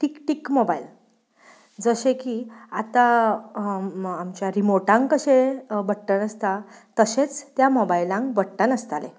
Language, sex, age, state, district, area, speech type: Goan Konkani, female, 30-45, Goa, Ponda, rural, spontaneous